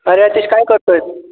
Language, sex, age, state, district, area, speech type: Marathi, male, 18-30, Maharashtra, Ahmednagar, rural, conversation